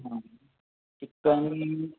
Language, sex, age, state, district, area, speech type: Marathi, male, 18-30, Maharashtra, Raigad, rural, conversation